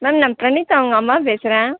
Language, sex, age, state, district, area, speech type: Tamil, female, 18-30, Tamil Nadu, Kallakurichi, rural, conversation